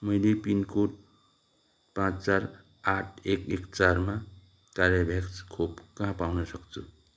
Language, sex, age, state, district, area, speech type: Nepali, male, 45-60, West Bengal, Darjeeling, rural, read